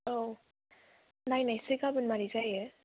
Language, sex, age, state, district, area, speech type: Bodo, female, 18-30, Assam, Kokrajhar, rural, conversation